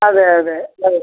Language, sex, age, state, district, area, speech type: Malayalam, female, 60+, Kerala, Thiruvananthapuram, rural, conversation